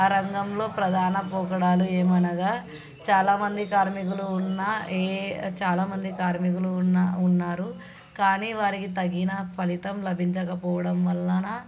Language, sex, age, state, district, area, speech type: Telugu, female, 18-30, Andhra Pradesh, Krishna, urban, spontaneous